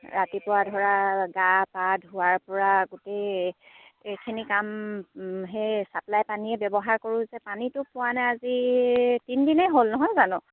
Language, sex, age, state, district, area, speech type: Assamese, female, 30-45, Assam, Sivasagar, rural, conversation